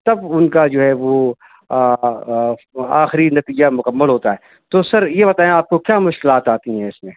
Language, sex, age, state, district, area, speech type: Urdu, male, 45-60, Uttar Pradesh, Rampur, urban, conversation